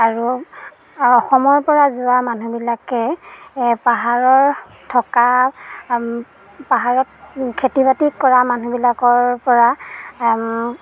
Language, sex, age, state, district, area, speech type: Assamese, female, 30-45, Assam, Golaghat, urban, spontaneous